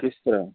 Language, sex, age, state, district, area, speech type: Punjabi, male, 60+, Punjab, Firozpur, urban, conversation